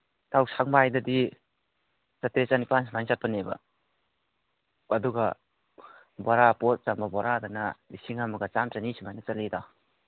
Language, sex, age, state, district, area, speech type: Manipuri, male, 18-30, Manipur, Kangpokpi, urban, conversation